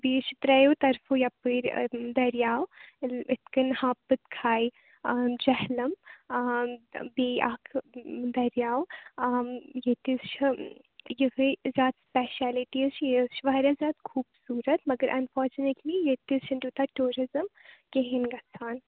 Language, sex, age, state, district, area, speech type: Kashmiri, female, 18-30, Jammu and Kashmir, Baramulla, rural, conversation